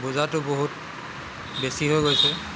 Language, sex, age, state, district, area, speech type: Assamese, male, 60+, Assam, Tinsukia, rural, spontaneous